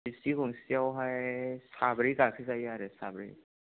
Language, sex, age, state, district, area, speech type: Bodo, male, 60+, Assam, Chirang, urban, conversation